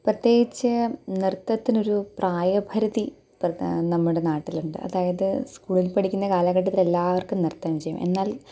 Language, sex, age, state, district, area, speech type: Malayalam, female, 18-30, Kerala, Pathanamthitta, rural, spontaneous